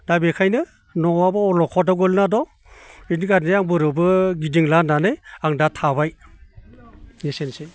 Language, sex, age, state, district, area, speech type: Bodo, male, 60+, Assam, Baksa, urban, spontaneous